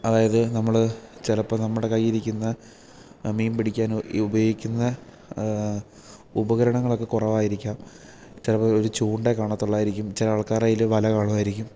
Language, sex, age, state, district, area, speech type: Malayalam, male, 18-30, Kerala, Idukki, rural, spontaneous